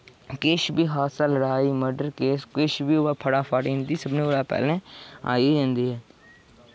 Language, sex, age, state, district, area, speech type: Dogri, male, 18-30, Jammu and Kashmir, Udhampur, rural, spontaneous